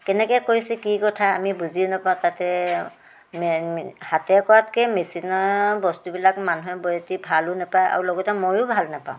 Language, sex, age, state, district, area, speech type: Assamese, female, 60+, Assam, Dhemaji, rural, spontaneous